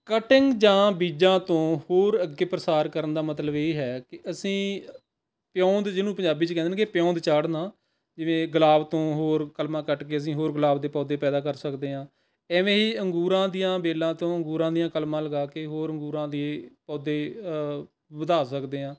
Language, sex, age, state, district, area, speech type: Punjabi, male, 45-60, Punjab, Rupnagar, urban, spontaneous